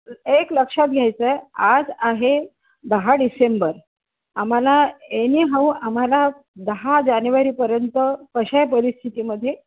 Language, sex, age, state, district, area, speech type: Marathi, female, 60+, Maharashtra, Nanded, urban, conversation